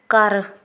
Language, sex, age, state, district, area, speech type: Punjabi, female, 30-45, Punjab, Pathankot, rural, read